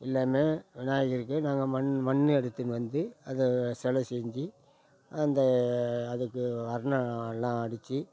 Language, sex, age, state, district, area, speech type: Tamil, male, 60+, Tamil Nadu, Tiruvannamalai, rural, spontaneous